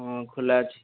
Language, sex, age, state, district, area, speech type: Odia, male, 30-45, Odisha, Nayagarh, rural, conversation